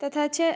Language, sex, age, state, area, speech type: Sanskrit, female, 18-30, Uttar Pradesh, rural, spontaneous